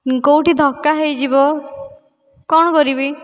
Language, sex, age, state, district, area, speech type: Odia, female, 18-30, Odisha, Dhenkanal, rural, spontaneous